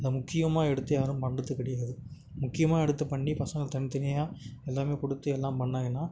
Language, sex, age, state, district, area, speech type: Tamil, male, 18-30, Tamil Nadu, Tiruvannamalai, urban, spontaneous